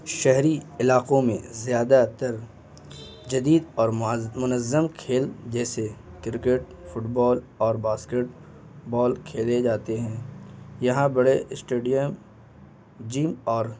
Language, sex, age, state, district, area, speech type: Urdu, male, 18-30, Bihar, Gaya, urban, spontaneous